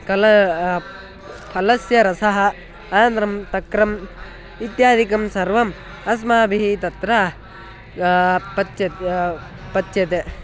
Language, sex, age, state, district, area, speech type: Sanskrit, male, 18-30, Karnataka, Tumkur, urban, spontaneous